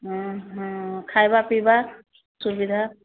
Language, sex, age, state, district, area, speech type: Odia, female, 45-60, Odisha, Sambalpur, rural, conversation